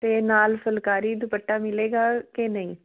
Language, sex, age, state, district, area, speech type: Punjabi, female, 30-45, Punjab, Amritsar, rural, conversation